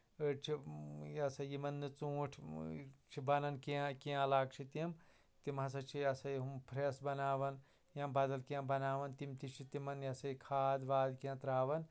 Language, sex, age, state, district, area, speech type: Kashmiri, male, 30-45, Jammu and Kashmir, Anantnag, rural, spontaneous